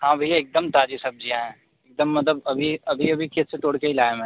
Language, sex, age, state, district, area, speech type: Hindi, male, 45-60, Uttar Pradesh, Sonbhadra, rural, conversation